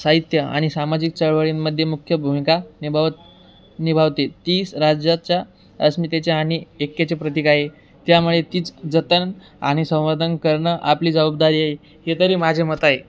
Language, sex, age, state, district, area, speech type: Marathi, male, 18-30, Maharashtra, Jalna, urban, spontaneous